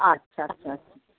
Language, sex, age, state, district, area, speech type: Bengali, female, 60+, West Bengal, North 24 Parganas, urban, conversation